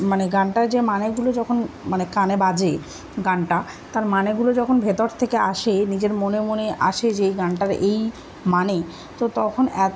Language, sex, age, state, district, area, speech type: Bengali, female, 18-30, West Bengal, Dakshin Dinajpur, urban, spontaneous